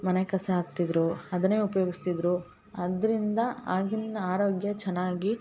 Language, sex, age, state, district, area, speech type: Kannada, female, 18-30, Karnataka, Hassan, urban, spontaneous